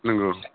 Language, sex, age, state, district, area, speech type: Bodo, male, 45-60, Assam, Udalguri, urban, conversation